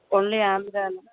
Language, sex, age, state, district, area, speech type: Telugu, female, 60+, Andhra Pradesh, Vizianagaram, rural, conversation